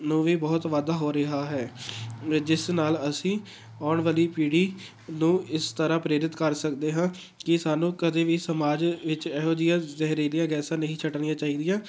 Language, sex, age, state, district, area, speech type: Punjabi, male, 18-30, Punjab, Tarn Taran, rural, spontaneous